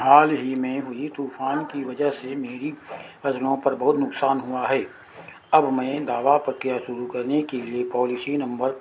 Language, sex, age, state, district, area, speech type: Hindi, male, 60+, Uttar Pradesh, Sitapur, rural, read